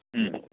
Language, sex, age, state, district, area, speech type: Manipuri, male, 30-45, Manipur, Ukhrul, rural, conversation